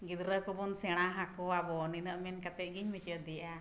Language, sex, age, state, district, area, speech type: Santali, female, 45-60, Jharkhand, Bokaro, rural, spontaneous